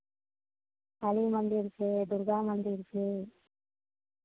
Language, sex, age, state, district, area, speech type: Maithili, female, 60+, Bihar, Araria, rural, conversation